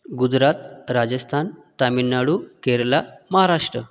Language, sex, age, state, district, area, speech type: Marathi, male, 45-60, Maharashtra, Buldhana, rural, spontaneous